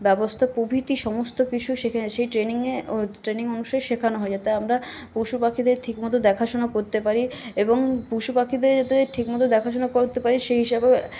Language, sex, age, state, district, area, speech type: Bengali, female, 18-30, West Bengal, Paschim Bardhaman, urban, spontaneous